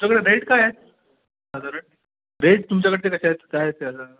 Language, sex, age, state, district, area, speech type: Marathi, male, 18-30, Maharashtra, Sangli, rural, conversation